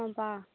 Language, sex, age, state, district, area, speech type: Tamil, female, 18-30, Tamil Nadu, Mayiladuthurai, rural, conversation